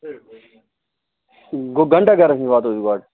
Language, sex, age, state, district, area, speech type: Kashmiri, male, 30-45, Jammu and Kashmir, Budgam, rural, conversation